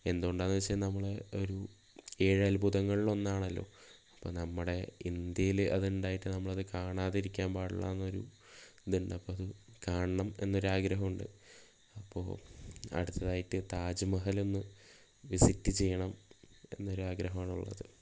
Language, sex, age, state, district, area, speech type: Malayalam, male, 30-45, Kerala, Palakkad, rural, spontaneous